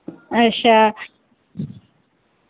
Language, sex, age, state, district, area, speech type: Dogri, female, 18-30, Jammu and Kashmir, Reasi, rural, conversation